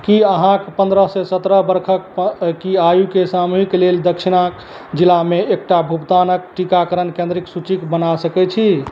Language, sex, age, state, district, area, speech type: Maithili, male, 30-45, Bihar, Madhubani, rural, read